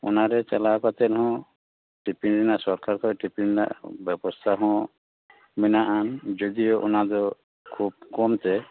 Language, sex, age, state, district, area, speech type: Santali, male, 60+, West Bengal, Paschim Bardhaman, urban, conversation